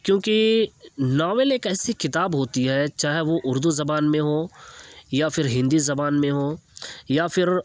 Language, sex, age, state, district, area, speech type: Urdu, male, 18-30, Uttar Pradesh, Ghaziabad, urban, spontaneous